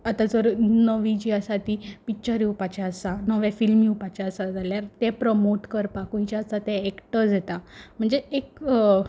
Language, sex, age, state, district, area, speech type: Goan Konkani, female, 18-30, Goa, Quepem, rural, spontaneous